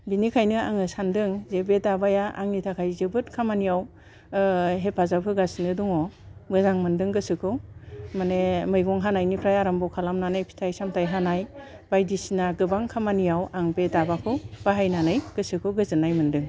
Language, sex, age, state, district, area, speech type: Bodo, female, 60+, Assam, Kokrajhar, rural, spontaneous